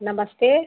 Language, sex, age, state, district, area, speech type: Hindi, female, 45-60, Uttar Pradesh, Azamgarh, rural, conversation